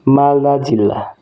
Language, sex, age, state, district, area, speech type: Nepali, male, 30-45, West Bengal, Darjeeling, rural, spontaneous